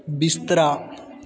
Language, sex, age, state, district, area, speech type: Punjabi, male, 18-30, Punjab, Fatehgarh Sahib, rural, read